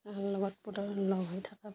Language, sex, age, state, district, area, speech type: Assamese, female, 30-45, Assam, Barpeta, rural, spontaneous